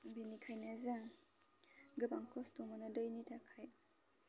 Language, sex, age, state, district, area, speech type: Bodo, female, 18-30, Assam, Baksa, rural, spontaneous